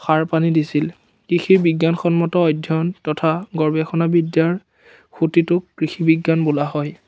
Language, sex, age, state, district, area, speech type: Assamese, male, 30-45, Assam, Biswanath, rural, spontaneous